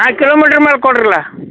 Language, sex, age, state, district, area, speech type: Kannada, male, 45-60, Karnataka, Belgaum, rural, conversation